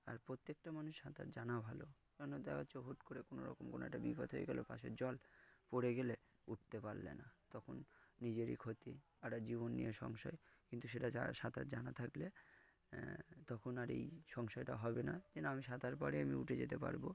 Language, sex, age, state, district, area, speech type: Bengali, male, 18-30, West Bengal, Birbhum, urban, spontaneous